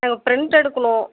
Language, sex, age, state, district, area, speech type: Tamil, female, 30-45, Tamil Nadu, Namakkal, rural, conversation